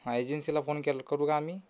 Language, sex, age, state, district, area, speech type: Marathi, male, 18-30, Maharashtra, Amravati, urban, spontaneous